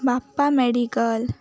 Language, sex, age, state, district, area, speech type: Goan Konkani, female, 18-30, Goa, Ponda, rural, spontaneous